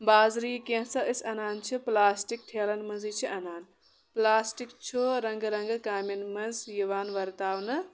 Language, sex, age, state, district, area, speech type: Kashmiri, male, 18-30, Jammu and Kashmir, Kulgam, rural, spontaneous